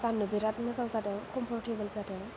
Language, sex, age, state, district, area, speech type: Bodo, female, 18-30, Assam, Chirang, urban, spontaneous